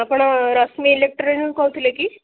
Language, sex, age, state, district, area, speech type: Odia, female, 18-30, Odisha, Cuttack, urban, conversation